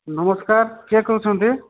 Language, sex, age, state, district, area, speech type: Odia, male, 45-60, Odisha, Nabarangpur, rural, conversation